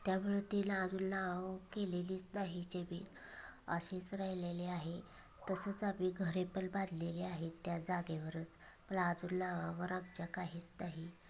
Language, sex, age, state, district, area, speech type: Marathi, female, 30-45, Maharashtra, Sangli, rural, spontaneous